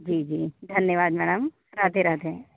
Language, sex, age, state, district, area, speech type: Hindi, female, 30-45, Madhya Pradesh, Katni, urban, conversation